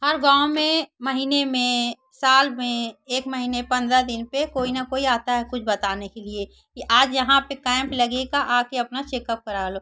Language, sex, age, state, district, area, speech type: Hindi, female, 30-45, Uttar Pradesh, Chandauli, rural, spontaneous